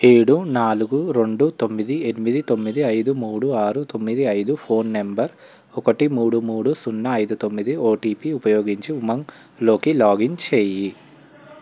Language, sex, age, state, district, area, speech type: Telugu, male, 18-30, Telangana, Vikarabad, urban, read